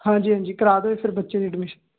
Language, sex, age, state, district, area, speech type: Punjabi, male, 18-30, Punjab, Muktsar, urban, conversation